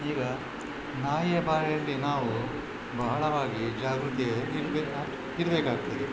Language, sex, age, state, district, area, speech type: Kannada, male, 60+, Karnataka, Udupi, rural, spontaneous